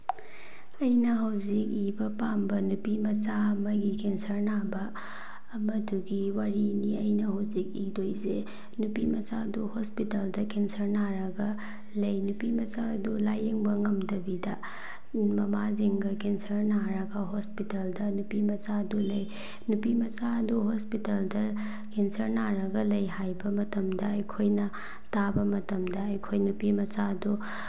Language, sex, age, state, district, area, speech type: Manipuri, female, 18-30, Manipur, Bishnupur, rural, spontaneous